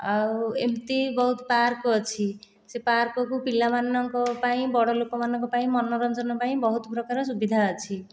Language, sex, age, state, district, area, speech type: Odia, female, 30-45, Odisha, Khordha, rural, spontaneous